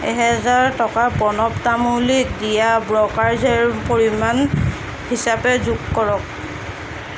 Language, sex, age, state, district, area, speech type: Assamese, female, 30-45, Assam, Darrang, rural, read